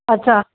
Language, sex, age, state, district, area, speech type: Sindhi, female, 45-60, Maharashtra, Thane, urban, conversation